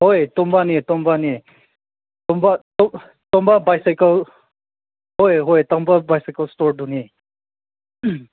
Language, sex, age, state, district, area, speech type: Manipuri, male, 18-30, Manipur, Senapati, rural, conversation